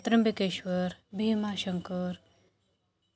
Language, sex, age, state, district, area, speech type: Marathi, female, 30-45, Maharashtra, Beed, urban, spontaneous